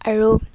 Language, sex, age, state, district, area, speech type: Assamese, female, 18-30, Assam, Lakhimpur, urban, spontaneous